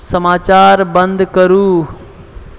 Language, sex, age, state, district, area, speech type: Maithili, male, 18-30, Bihar, Purnia, urban, read